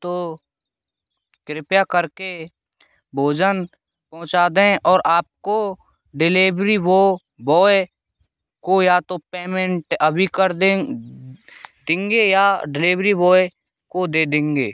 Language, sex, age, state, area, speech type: Hindi, male, 18-30, Rajasthan, rural, spontaneous